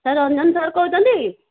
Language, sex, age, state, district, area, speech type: Odia, female, 18-30, Odisha, Jajpur, rural, conversation